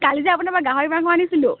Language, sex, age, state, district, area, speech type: Assamese, female, 18-30, Assam, Dhemaji, urban, conversation